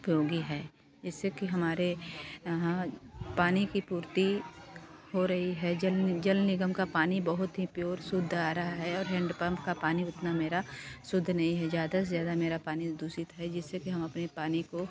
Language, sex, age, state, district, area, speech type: Hindi, female, 30-45, Uttar Pradesh, Varanasi, rural, spontaneous